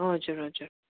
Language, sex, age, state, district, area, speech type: Nepali, female, 45-60, West Bengal, Darjeeling, rural, conversation